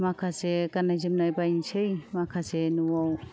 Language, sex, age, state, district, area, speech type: Bodo, female, 30-45, Assam, Kokrajhar, rural, spontaneous